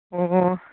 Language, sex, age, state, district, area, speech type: Manipuri, female, 60+, Manipur, Churachandpur, urban, conversation